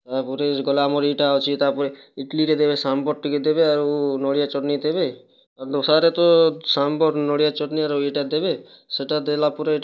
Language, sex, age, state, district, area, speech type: Odia, male, 18-30, Odisha, Kalahandi, rural, spontaneous